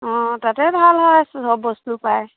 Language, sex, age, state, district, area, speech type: Assamese, female, 30-45, Assam, Lakhimpur, rural, conversation